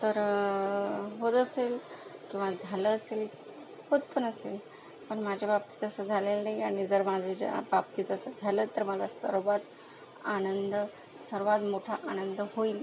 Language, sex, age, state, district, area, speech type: Marathi, female, 30-45, Maharashtra, Akola, rural, spontaneous